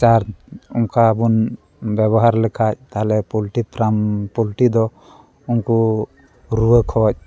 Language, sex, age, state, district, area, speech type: Santali, male, 30-45, West Bengal, Dakshin Dinajpur, rural, spontaneous